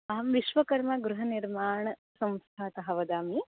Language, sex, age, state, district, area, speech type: Sanskrit, female, 30-45, Maharashtra, Nagpur, urban, conversation